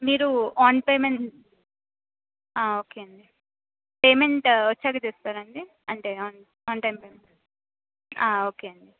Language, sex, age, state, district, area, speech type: Telugu, female, 18-30, Telangana, Adilabad, urban, conversation